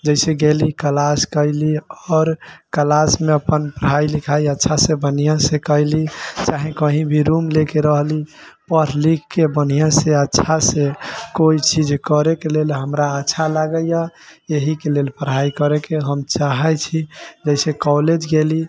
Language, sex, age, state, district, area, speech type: Maithili, male, 18-30, Bihar, Sitamarhi, rural, spontaneous